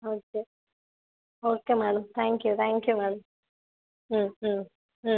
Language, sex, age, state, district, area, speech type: Telugu, female, 30-45, Andhra Pradesh, Nandyal, rural, conversation